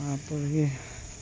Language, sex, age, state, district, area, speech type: Assamese, female, 60+, Assam, Goalpara, urban, spontaneous